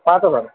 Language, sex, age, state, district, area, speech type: Marathi, male, 18-30, Maharashtra, Kolhapur, urban, conversation